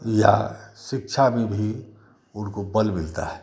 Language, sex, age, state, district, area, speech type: Hindi, male, 60+, Uttar Pradesh, Chandauli, urban, spontaneous